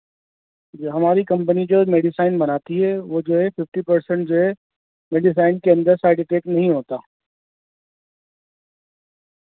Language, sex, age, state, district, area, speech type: Urdu, male, 30-45, Delhi, North East Delhi, urban, conversation